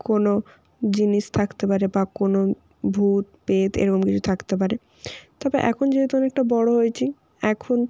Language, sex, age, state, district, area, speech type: Bengali, female, 18-30, West Bengal, North 24 Parganas, rural, spontaneous